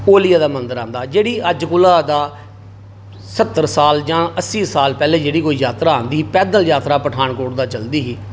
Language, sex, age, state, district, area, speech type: Dogri, male, 45-60, Jammu and Kashmir, Reasi, urban, spontaneous